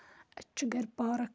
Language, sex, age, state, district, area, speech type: Kashmiri, female, 18-30, Jammu and Kashmir, Kupwara, rural, spontaneous